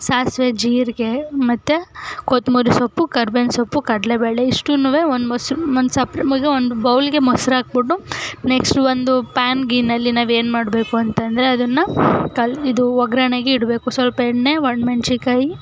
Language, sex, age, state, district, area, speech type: Kannada, female, 18-30, Karnataka, Chamarajanagar, urban, spontaneous